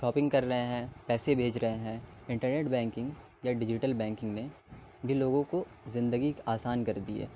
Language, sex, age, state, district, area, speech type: Urdu, male, 18-30, Delhi, North East Delhi, urban, spontaneous